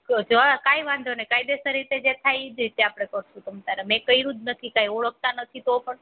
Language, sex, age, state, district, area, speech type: Gujarati, female, 30-45, Gujarat, Junagadh, urban, conversation